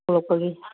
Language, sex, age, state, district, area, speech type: Manipuri, female, 45-60, Manipur, Kakching, rural, conversation